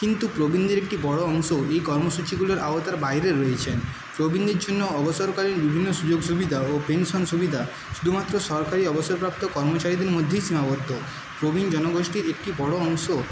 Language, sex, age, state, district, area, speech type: Bengali, male, 30-45, West Bengal, Paschim Medinipur, urban, spontaneous